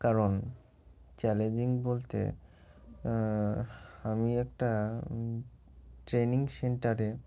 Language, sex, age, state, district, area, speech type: Bengali, male, 18-30, West Bengal, Murshidabad, urban, spontaneous